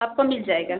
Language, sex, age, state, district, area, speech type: Hindi, female, 30-45, Uttar Pradesh, Prayagraj, rural, conversation